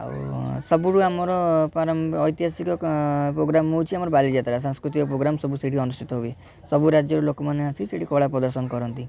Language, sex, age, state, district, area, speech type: Odia, male, 18-30, Odisha, Cuttack, urban, spontaneous